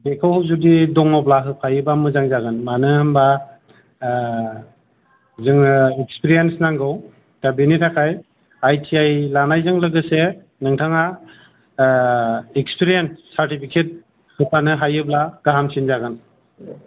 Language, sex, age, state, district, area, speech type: Bodo, male, 45-60, Assam, Kokrajhar, rural, conversation